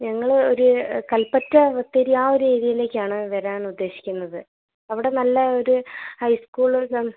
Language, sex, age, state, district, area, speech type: Malayalam, female, 30-45, Kerala, Wayanad, rural, conversation